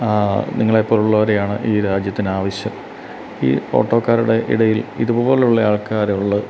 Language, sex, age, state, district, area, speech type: Malayalam, male, 45-60, Kerala, Kottayam, rural, spontaneous